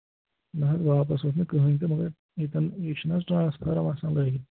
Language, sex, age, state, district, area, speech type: Kashmiri, male, 18-30, Jammu and Kashmir, Pulwama, urban, conversation